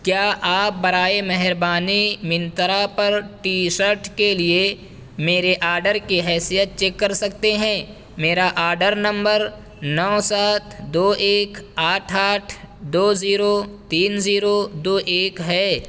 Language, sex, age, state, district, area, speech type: Urdu, male, 18-30, Uttar Pradesh, Saharanpur, urban, read